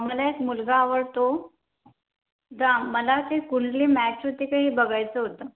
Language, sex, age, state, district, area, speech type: Marathi, female, 18-30, Maharashtra, Amravati, rural, conversation